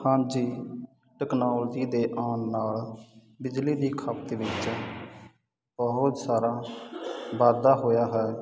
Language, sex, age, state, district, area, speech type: Punjabi, male, 30-45, Punjab, Sangrur, rural, spontaneous